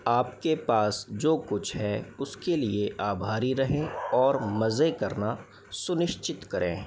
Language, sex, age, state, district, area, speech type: Hindi, male, 30-45, Madhya Pradesh, Bhopal, urban, read